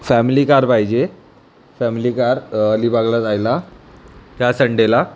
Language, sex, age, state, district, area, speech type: Marathi, male, 18-30, Maharashtra, Mumbai City, urban, spontaneous